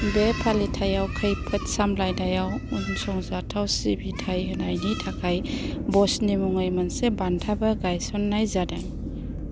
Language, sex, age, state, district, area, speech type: Bodo, female, 60+, Assam, Kokrajhar, urban, read